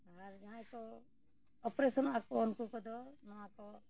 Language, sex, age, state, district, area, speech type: Santali, female, 60+, Jharkhand, Bokaro, rural, spontaneous